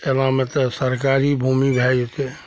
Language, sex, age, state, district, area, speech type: Maithili, male, 45-60, Bihar, Araria, rural, spontaneous